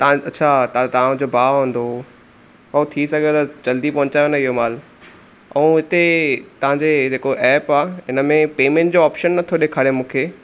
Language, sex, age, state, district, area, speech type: Sindhi, male, 18-30, Maharashtra, Thane, rural, spontaneous